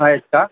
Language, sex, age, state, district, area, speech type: Marathi, male, 18-30, Maharashtra, Thane, urban, conversation